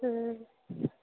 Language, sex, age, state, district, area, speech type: Maithili, female, 18-30, Bihar, Saharsa, rural, conversation